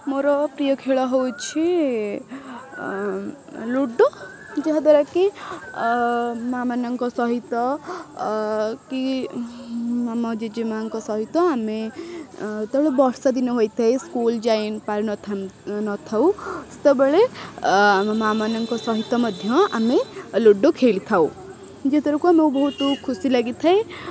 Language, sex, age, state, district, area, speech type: Odia, female, 18-30, Odisha, Kendrapara, urban, spontaneous